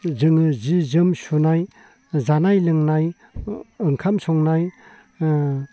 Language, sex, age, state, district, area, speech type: Bodo, male, 30-45, Assam, Baksa, rural, spontaneous